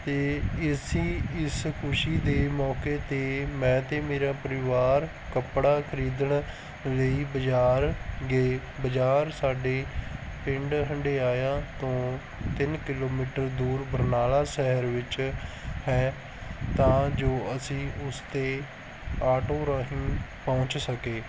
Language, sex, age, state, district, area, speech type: Punjabi, male, 18-30, Punjab, Barnala, rural, spontaneous